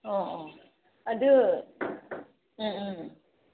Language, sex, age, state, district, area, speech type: Manipuri, female, 45-60, Manipur, Ukhrul, rural, conversation